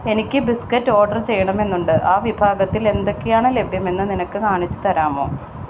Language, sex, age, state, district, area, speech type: Malayalam, female, 30-45, Kerala, Ernakulam, urban, read